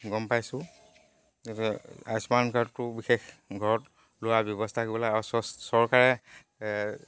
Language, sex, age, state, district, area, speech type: Assamese, male, 45-60, Assam, Dhemaji, rural, spontaneous